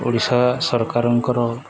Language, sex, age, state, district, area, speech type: Odia, male, 30-45, Odisha, Nuapada, urban, spontaneous